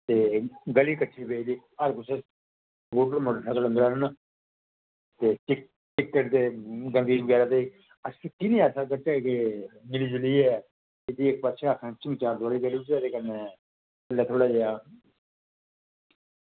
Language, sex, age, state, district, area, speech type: Dogri, male, 45-60, Jammu and Kashmir, Udhampur, rural, conversation